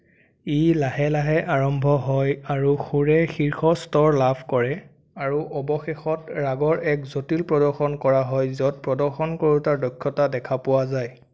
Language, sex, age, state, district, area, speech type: Assamese, male, 18-30, Assam, Sonitpur, urban, read